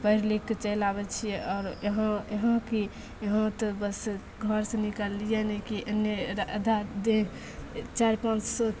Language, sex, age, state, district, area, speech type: Maithili, female, 18-30, Bihar, Begusarai, rural, spontaneous